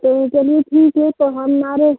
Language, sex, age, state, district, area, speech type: Hindi, female, 30-45, Uttar Pradesh, Mau, rural, conversation